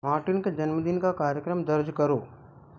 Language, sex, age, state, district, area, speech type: Hindi, male, 45-60, Madhya Pradesh, Balaghat, rural, read